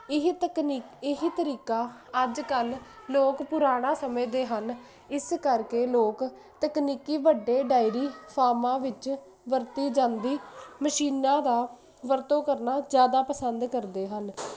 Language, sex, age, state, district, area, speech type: Punjabi, female, 18-30, Punjab, Jalandhar, urban, spontaneous